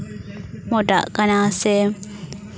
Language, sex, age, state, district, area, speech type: Santali, female, 18-30, West Bengal, Purba Bardhaman, rural, spontaneous